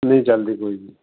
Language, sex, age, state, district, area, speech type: Punjabi, male, 45-60, Punjab, Fazilka, rural, conversation